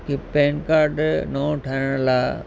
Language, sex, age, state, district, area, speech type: Sindhi, male, 45-60, Gujarat, Kutch, rural, spontaneous